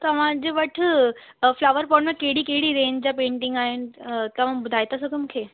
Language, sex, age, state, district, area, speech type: Sindhi, female, 18-30, Delhi, South Delhi, urban, conversation